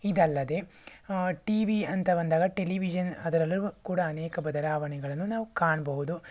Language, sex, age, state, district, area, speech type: Kannada, male, 18-30, Karnataka, Tumkur, rural, spontaneous